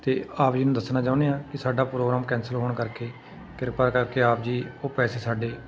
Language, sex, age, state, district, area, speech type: Punjabi, male, 30-45, Punjab, Patiala, urban, spontaneous